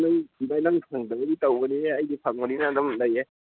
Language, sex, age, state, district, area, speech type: Manipuri, male, 18-30, Manipur, Kangpokpi, urban, conversation